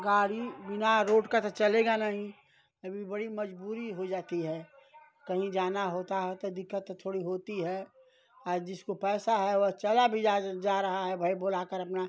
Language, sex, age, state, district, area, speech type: Hindi, female, 60+, Uttar Pradesh, Ghazipur, rural, spontaneous